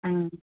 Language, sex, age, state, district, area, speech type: Malayalam, female, 18-30, Kerala, Palakkad, rural, conversation